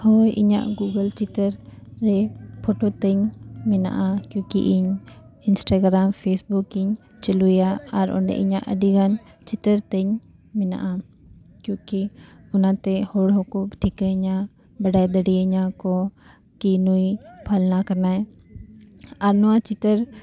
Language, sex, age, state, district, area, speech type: Santali, female, 18-30, Jharkhand, Bokaro, rural, spontaneous